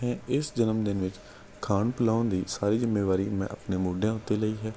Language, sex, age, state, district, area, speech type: Punjabi, male, 45-60, Punjab, Patiala, urban, spontaneous